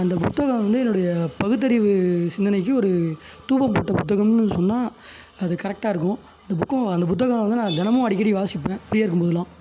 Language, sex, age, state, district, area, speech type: Tamil, male, 18-30, Tamil Nadu, Tiruvannamalai, rural, spontaneous